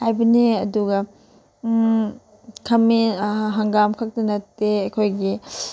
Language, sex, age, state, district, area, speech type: Manipuri, female, 30-45, Manipur, Chandel, rural, spontaneous